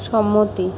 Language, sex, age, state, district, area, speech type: Bengali, female, 30-45, West Bengal, Jhargram, rural, read